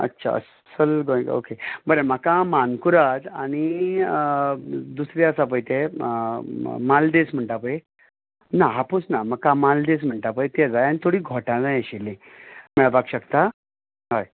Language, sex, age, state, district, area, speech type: Goan Konkani, male, 45-60, Goa, Ponda, rural, conversation